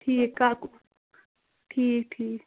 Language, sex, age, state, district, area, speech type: Kashmiri, female, 18-30, Jammu and Kashmir, Anantnag, rural, conversation